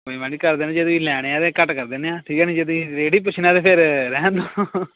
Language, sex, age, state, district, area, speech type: Punjabi, male, 30-45, Punjab, Pathankot, rural, conversation